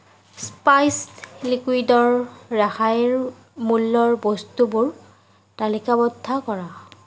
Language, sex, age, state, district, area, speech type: Assamese, female, 30-45, Assam, Nagaon, rural, read